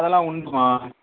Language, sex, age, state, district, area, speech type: Tamil, male, 18-30, Tamil Nadu, Mayiladuthurai, urban, conversation